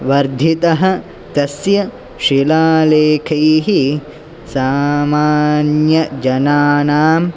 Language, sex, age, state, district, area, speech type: Sanskrit, male, 18-30, Karnataka, Dakshina Kannada, rural, spontaneous